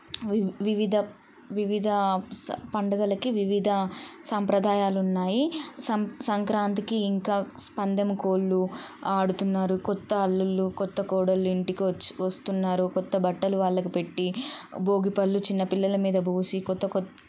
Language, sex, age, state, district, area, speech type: Telugu, female, 18-30, Telangana, Siddipet, urban, spontaneous